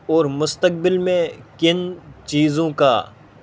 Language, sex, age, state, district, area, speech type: Urdu, male, 18-30, Delhi, North East Delhi, rural, spontaneous